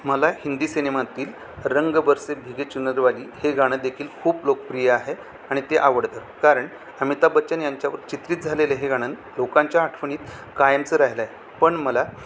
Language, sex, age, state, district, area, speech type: Marathi, male, 45-60, Maharashtra, Thane, rural, spontaneous